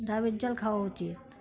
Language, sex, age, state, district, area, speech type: Bengali, female, 60+, West Bengal, Uttar Dinajpur, urban, spontaneous